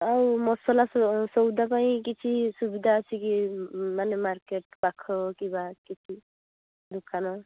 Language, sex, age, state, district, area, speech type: Odia, female, 18-30, Odisha, Balasore, rural, conversation